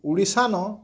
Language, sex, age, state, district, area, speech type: Odia, male, 45-60, Odisha, Bargarh, rural, spontaneous